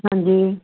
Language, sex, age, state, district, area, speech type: Punjabi, female, 60+, Punjab, Muktsar, urban, conversation